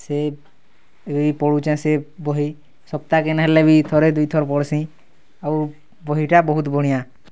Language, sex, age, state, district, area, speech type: Odia, male, 18-30, Odisha, Kalahandi, rural, spontaneous